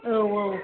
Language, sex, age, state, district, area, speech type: Bodo, female, 30-45, Assam, Udalguri, rural, conversation